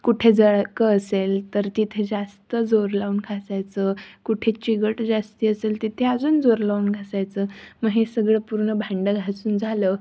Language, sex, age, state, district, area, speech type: Marathi, female, 18-30, Maharashtra, Nashik, urban, spontaneous